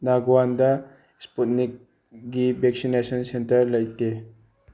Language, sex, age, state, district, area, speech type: Manipuri, male, 18-30, Manipur, Bishnupur, rural, read